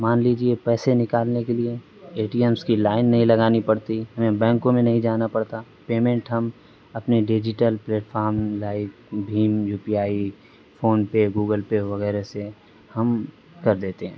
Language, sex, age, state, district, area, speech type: Urdu, male, 18-30, Uttar Pradesh, Azamgarh, rural, spontaneous